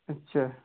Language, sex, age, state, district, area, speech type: Kashmiri, male, 18-30, Jammu and Kashmir, Ganderbal, rural, conversation